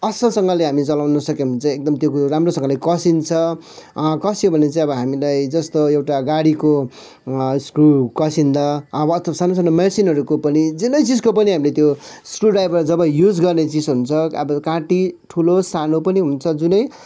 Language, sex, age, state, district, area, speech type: Nepali, male, 45-60, West Bengal, Kalimpong, rural, spontaneous